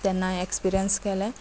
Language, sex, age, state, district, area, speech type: Goan Konkani, female, 30-45, Goa, Quepem, rural, spontaneous